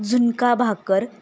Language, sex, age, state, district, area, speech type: Marathi, female, 18-30, Maharashtra, Satara, rural, spontaneous